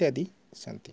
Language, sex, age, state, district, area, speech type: Sanskrit, male, 30-45, West Bengal, Murshidabad, rural, spontaneous